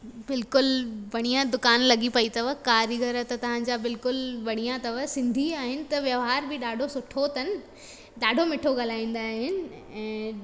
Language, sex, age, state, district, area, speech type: Sindhi, female, 18-30, Madhya Pradesh, Katni, rural, spontaneous